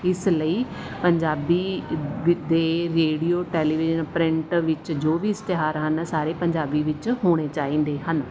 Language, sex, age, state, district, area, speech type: Punjabi, female, 30-45, Punjab, Mansa, rural, spontaneous